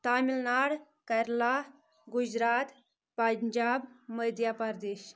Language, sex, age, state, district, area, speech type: Kashmiri, female, 18-30, Jammu and Kashmir, Anantnag, rural, spontaneous